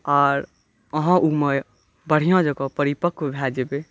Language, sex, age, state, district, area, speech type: Maithili, male, 18-30, Bihar, Saharsa, rural, spontaneous